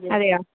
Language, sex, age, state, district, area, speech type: Malayalam, female, 45-60, Kerala, Kasaragod, urban, conversation